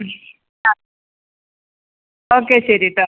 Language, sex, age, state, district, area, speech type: Malayalam, female, 30-45, Kerala, Malappuram, rural, conversation